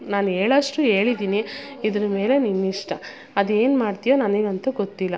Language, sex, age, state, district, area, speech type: Kannada, female, 30-45, Karnataka, Mandya, rural, spontaneous